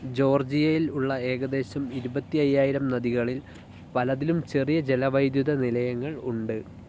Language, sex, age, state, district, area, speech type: Malayalam, male, 18-30, Kerala, Wayanad, rural, read